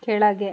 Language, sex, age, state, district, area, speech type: Kannada, female, 30-45, Karnataka, Chitradurga, rural, read